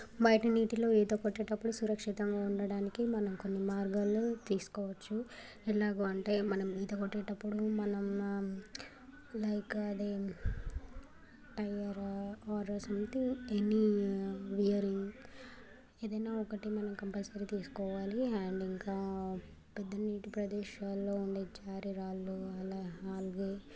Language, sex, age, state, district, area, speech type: Telugu, female, 18-30, Telangana, Mancherial, rural, spontaneous